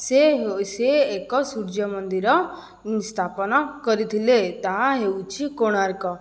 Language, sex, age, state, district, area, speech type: Odia, female, 18-30, Odisha, Jajpur, rural, spontaneous